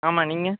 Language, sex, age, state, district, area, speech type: Tamil, male, 18-30, Tamil Nadu, Tiruvarur, urban, conversation